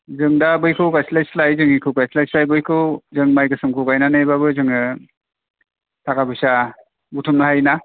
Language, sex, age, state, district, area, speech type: Bodo, male, 45-60, Assam, Chirang, rural, conversation